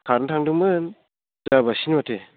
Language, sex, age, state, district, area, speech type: Bodo, male, 18-30, Assam, Baksa, rural, conversation